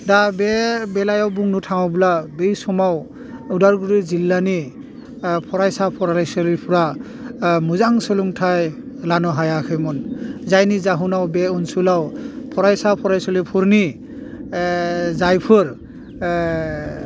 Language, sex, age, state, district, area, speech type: Bodo, male, 45-60, Assam, Udalguri, rural, spontaneous